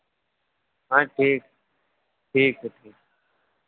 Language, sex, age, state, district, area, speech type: Hindi, male, 30-45, Madhya Pradesh, Harda, urban, conversation